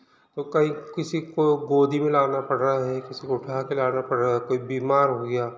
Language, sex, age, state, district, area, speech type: Hindi, male, 45-60, Madhya Pradesh, Balaghat, rural, spontaneous